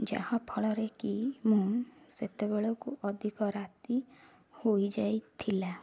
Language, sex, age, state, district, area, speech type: Odia, female, 18-30, Odisha, Kendrapara, urban, spontaneous